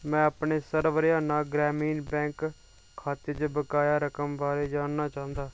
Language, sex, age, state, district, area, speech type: Dogri, male, 30-45, Jammu and Kashmir, Udhampur, urban, read